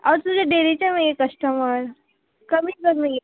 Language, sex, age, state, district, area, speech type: Goan Konkani, female, 18-30, Goa, Murmgao, urban, conversation